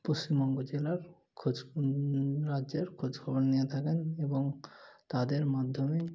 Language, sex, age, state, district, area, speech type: Bengali, male, 18-30, West Bengal, Murshidabad, urban, spontaneous